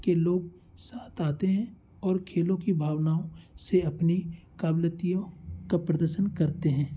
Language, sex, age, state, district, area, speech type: Hindi, male, 18-30, Madhya Pradesh, Bhopal, urban, spontaneous